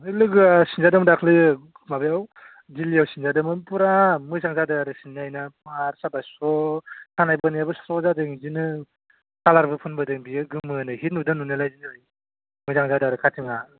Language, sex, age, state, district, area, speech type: Bodo, male, 18-30, Assam, Baksa, rural, conversation